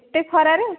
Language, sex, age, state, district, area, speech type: Odia, female, 18-30, Odisha, Dhenkanal, rural, conversation